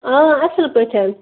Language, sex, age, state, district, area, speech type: Kashmiri, female, 30-45, Jammu and Kashmir, Budgam, rural, conversation